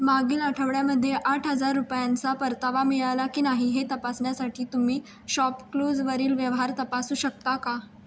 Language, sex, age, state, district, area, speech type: Marathi, female, 18-30, Maharashtra, Raigad, rural, read